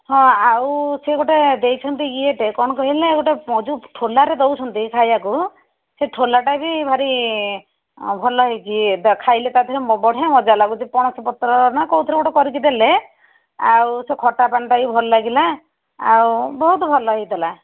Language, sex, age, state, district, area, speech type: Odia, female, 18-30, Odisha, Bhadrak, rural, conversation